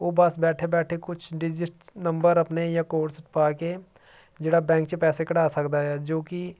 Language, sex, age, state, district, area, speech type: Punjabi, male, 30-45, Punjab, Jalandhar, urban, spontaneous